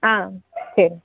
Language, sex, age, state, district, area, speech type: Tamil, female, 18-30, Tamil Nadu, Namakkal, rural, conversation